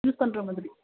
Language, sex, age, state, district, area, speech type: Tamil, female, 18-30, Tamil Nadu, Nilgiris, rural, conversation